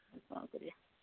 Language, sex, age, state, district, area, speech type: Odia, female, 60+, Odisha, Jagatsinghpur, rural, conversation